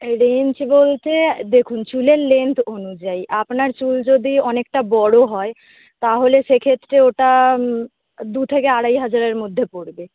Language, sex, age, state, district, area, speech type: Bengali, female, 18-30, West Bengal, North 24 Parganas, urban, conversation